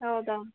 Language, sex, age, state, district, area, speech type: Kannada, female, 30-45, Karnataka, Gulbarga, urban, conversation